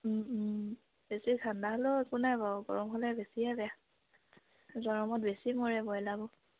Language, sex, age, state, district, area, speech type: Assamese, female, 18-30, Assam, Dibrugarh, rural, conversation